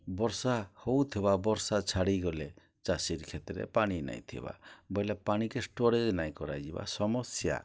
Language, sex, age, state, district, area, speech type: Odia, male, 60+, Odisha, Boudh, rural, spontaneous